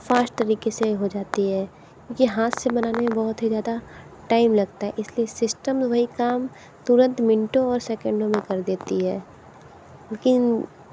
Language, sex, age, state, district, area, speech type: Hindi, female, 30-45, Uttar Pradesh, Sonbhadra, rural, spontaneous